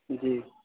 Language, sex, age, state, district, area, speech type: Urdu, male, 18-30, Delhi, South Delhi, urban, conversation